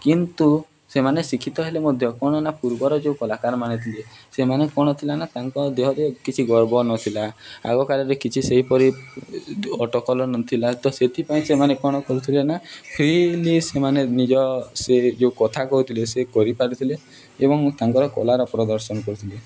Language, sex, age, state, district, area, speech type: Odia, male, 18-30, Odisha, Nuapada, urban, spontaneous